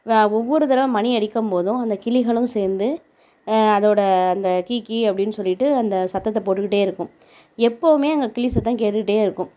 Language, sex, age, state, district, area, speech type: Tamil, female, 30-45, Tamil Nadu, Tiruvarur, rural, spontaneous